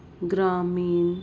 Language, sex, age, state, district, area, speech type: Punjabi, female, 18-30, Punjab, Fazilka, rural, read